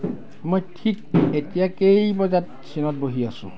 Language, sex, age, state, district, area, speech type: Assamese, male, 60+, Assam, Dibrugarh, rural, read